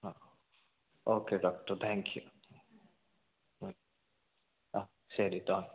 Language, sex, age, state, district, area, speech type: Malayalam, male, 18-30, Kerala, Kasaragod, rural, conversation